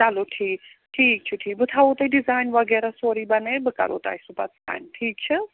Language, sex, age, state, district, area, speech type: Kashmiri, female, 60+, Jammu and Kashmir, Srinagar, urban, conversation